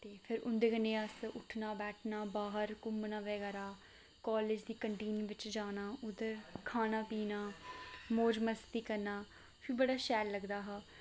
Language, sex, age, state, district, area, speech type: Dogri, female, 18-30, Jammu and Kashmir, Reasi, rural, spontaneous